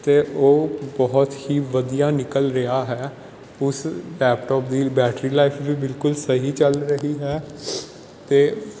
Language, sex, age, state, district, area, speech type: Punjabi, male, 18-30, Punjab, Pathankot, urban, spontaneous